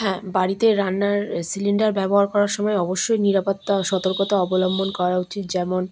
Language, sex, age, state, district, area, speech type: Bengali, female, 30-45, West Bengal, Malda, rural, spontaneous